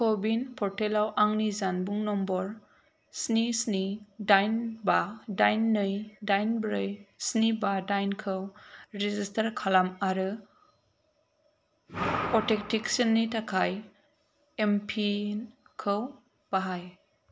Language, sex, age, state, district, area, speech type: Bodo, female, 18-30, Assam, Kokrajhar, urban, read